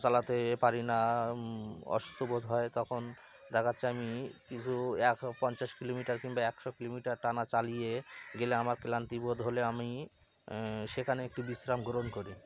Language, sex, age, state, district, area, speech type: Bengali, male, 30-45, West Bengal, Cooch Behar, urban, spontaneous